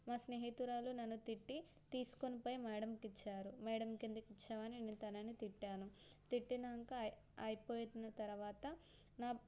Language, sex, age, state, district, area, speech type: Telugu, female, 18-30, Telangana, Suryapet, urban, spontaneous